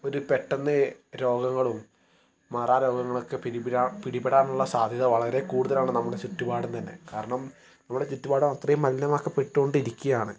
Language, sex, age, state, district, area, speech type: Malayalam, male, 18-30, Kerala, Wayanad, rural, spontaneous